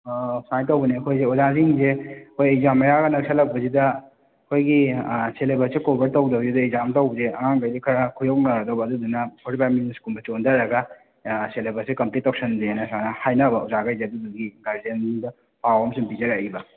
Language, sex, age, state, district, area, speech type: Manipuri, male, 30-45, Manipur, Imphal West, urban, conversation